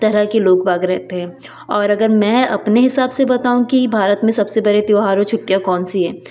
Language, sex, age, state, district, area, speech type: Hindi, female, 30-45, Madhya Pradesh, Betul, urban, spontaneous